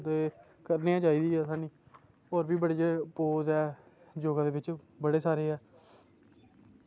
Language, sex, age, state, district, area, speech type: Dogri, male, 18-30, Jammu and Kashmir, Samba, rural, spontaneous